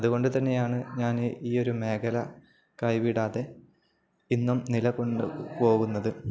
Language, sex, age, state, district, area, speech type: Malayalam, male, 18-30, Kerala, Kozhikode, rural, spontaneous